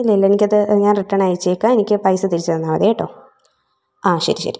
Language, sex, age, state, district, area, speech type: Malayalam, female, 18-30, Kerala, Thiruvananthapuram, rural, spontaneous